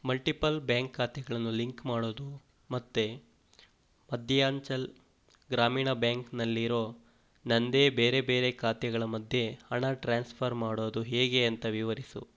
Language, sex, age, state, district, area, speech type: Kannada, male, 18-30, Karnataka, Kodagu, rural, read